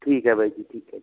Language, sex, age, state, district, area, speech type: Punjabi, male, 45-60, Punjab, Barnala, rural, conversation